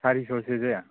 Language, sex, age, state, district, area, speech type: Bodo, male, 18-30, Assam, Kokrajhar, rural, conversation